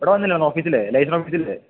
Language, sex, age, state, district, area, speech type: Malayalam, male, 18-30, Kerala, Idukki, rural, conversation